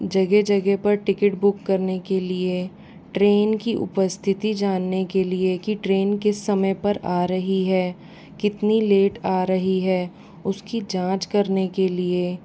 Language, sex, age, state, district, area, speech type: Hindi, female, 45-60, Rajasthan, Jaipur, urban, spontaneous